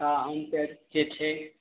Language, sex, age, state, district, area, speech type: Maithili, male, 18-30, Bihar, Madhubani, rural, conversation